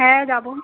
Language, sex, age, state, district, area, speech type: Bengali, female, 30-45, West Bengal, Darjeeling, rural, conversation